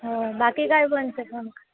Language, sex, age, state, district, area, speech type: Marathi, female, 18-30, Maharashtra, Nashik, urban, conversation